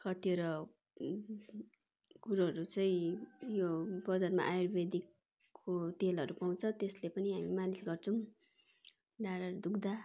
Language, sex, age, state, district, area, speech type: Nepali, female, 45-60, West Bengal, Darjeeling, rural, spontaneous